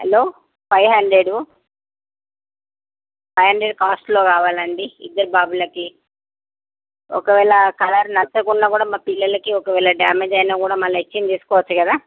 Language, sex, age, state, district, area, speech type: Telugu, female, 30-45, Telangana, Peddapalli, rural, conversation